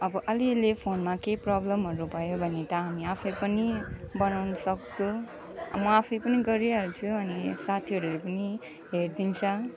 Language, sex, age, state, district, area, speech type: Nepali, female, 30-45, West Bengal, Alipurduar, rural, spontaneous